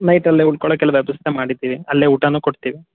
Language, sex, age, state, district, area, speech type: Kannada, male, 45-60, Karnataka, Tumkur, rural, conversation